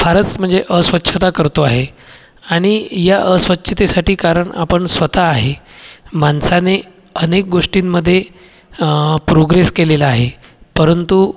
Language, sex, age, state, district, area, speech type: Marathi, male, 45-60, Maharashtra, Buldhana, urban, spontaneous